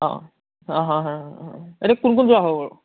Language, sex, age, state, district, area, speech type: Assamese, male, 18-30, Assam, Biswanath, rural, conversation